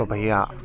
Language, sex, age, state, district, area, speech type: Urdu, male, 18-30, Delhi, South Delhi, urban, spontaneous